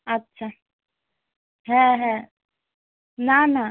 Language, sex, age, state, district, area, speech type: Bengali, female, 18-30, West Bengal, Alipurduar, rural, conversation